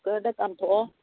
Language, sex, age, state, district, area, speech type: Manipuri, female, 60+, Manipur, Kangpokpi, urban, conversation